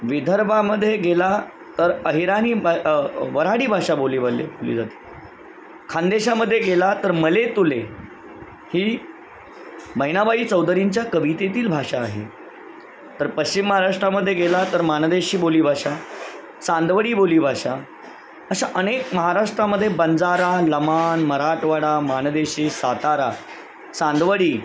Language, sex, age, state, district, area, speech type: Marathi, male, 30-45, Maharashtra, Palghar, urban, spontaneous